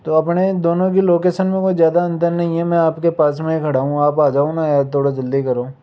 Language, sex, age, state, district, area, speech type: Hindi, male, 18-30, Rajasthan, Jaipur, urban, spontaneous